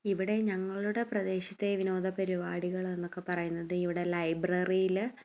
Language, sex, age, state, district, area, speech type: Malayalam, female, 18-30, Kerala, Idukki, rural, spontaneous